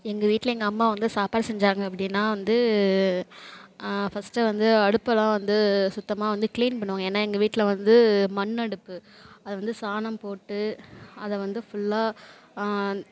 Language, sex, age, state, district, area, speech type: Tamil, female, 30-45, Tamil Nadu, Thanjavur, rural, spontaneous